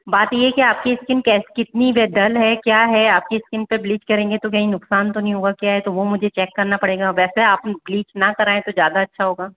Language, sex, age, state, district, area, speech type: Hindi, female, 18-30, Rajasthan, Jaipur, urban, conversation